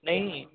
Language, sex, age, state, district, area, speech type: Punjabi, male, 18-30, Punjab, Ludhiana, urban, conversation